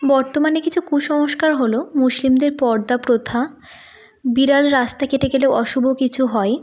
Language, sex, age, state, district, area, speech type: Bengali, female, 18-30, West Bengal, North 24 Parganas, urban, spontaneous